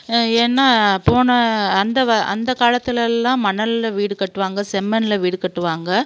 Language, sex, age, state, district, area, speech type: Tamil, female, 45-60, Tamil Nadu, Krishnagiri, rural, spontaneous